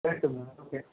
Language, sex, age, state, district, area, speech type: Tamil, male, 60+, Tamil Nadu, Cuddalore, rural, conversation